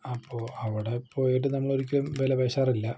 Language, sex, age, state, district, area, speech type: Malayalam, male, 45-60, Kerala, Palakkad, rural, spontaneous